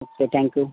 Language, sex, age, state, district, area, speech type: Marathi, male, 18-30, Maharashtra, Thane, urban, conversation